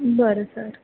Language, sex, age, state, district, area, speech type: Marathi, female, 30-45, Maharashtra, Nagpur, urban, conversation